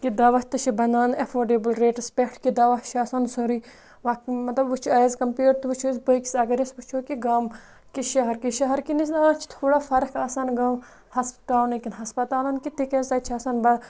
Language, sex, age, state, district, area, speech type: Kashmiri, female, 18-30, Jammu and Kashmir, Kupwara, rural, spontaneous